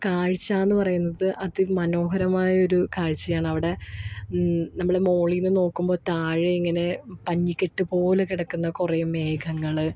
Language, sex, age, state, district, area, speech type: Malayalam, female, 30-45, Kerala, Ernakulam, rural, spontaneous